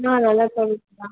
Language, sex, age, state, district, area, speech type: Tamil, female, 60+, Tamil Nadu, Perambalur, rural, conversation